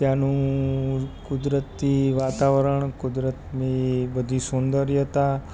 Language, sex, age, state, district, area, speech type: Gujarati, male, 30-45, Gujarat, Rajkot, rural, spontaneous